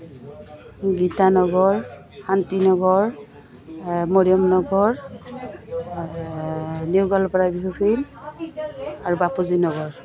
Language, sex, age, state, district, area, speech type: Assamese, female, 45-60, Assam, Goalpara, urban, spontaneous